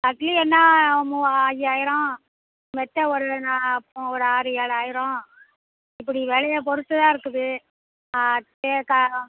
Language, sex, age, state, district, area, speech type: Tamil, female, 60+, Tamil Nadu, Pudukkottai, rural, conversation